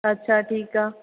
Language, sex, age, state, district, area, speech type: Sindhi, female, 30-45, Maharashtra, Thane, urban, conversation